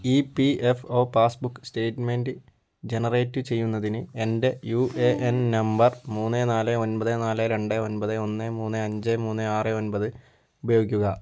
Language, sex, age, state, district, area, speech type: Malayalam, male, 18-30, Kerala, Kozhikode, urban, read